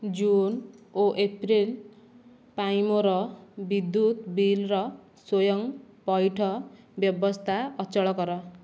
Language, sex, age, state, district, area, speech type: Odia, female, 18-30, Odisha, Nayagarh, rural, read